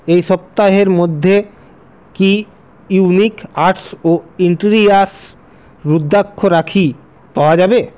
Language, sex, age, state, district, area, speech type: Bengali, male, 45-60, West Bengal, Purulia, urban, read